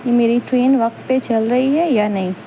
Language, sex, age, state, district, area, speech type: Urdu, female, 30-45, Bihar, Gaya, urban, spontaneous